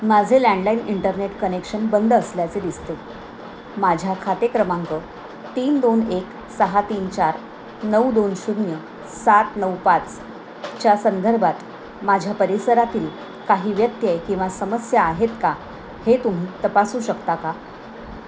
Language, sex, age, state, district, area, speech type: Marathi, female, 45-60, Maharashtra, Thane, rural, read